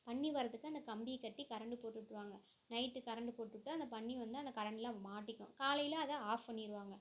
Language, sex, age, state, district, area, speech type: Tamil, female, 18-30, Tamil Nadu, Namakkal, rural, spontaneous